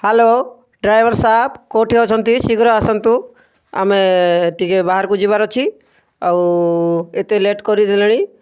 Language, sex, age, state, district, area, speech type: Odia, male, 30-45, Odisha, Kalahandi, rural, spontaneous